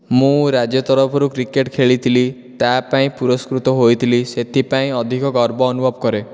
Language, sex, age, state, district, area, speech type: Odia, male, 18-30, Odisha, Dhenkanal, urban, spontaneous